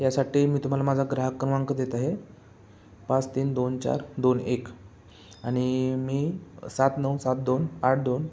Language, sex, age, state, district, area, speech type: Marathi, male, 18-30, Maharashtra, Sangli, urban, spontaneous